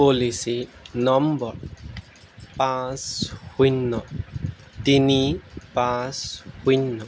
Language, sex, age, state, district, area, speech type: Assamese, male, 18-30, Assam, Jorhat, urban, read